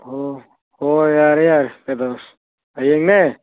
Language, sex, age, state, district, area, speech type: Manipuri, male, 30-45, Manipur, Churachandpur, rural, conversation